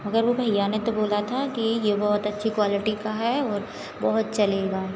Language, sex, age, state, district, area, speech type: Hindi, female, 45-60, Madhya Pradesh, Hoshangabad, rural, spontaneous